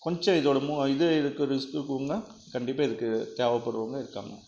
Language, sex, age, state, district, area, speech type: Tamil, male, 45-60, Tamil Nadu, Krishnagiri, rural, spontaneous